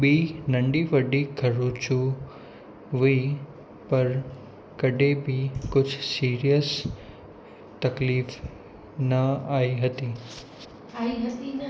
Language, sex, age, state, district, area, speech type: Sindhi, male, 18-30, Gujarat, Kutch, urban, spontaneous